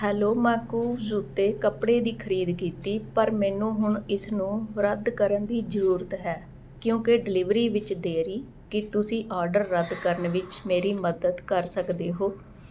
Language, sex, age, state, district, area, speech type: Punjabi, female, 45-60, Punjab, Ludhiana, urban, read